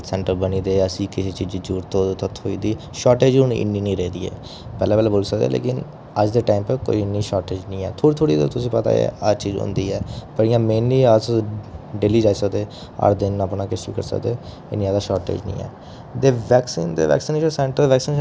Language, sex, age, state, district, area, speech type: Dogri, male, 30-45, Jammu and Kashmir, Udhampur, urban, spontaneous